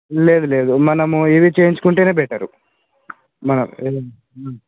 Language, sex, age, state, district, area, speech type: Telugu, male, 30-45, Telangana, Hyderabad, rural, conversation